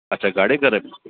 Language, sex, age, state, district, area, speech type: Sindhi, male, 30-45, Delhi, South Delhi, urban, conversation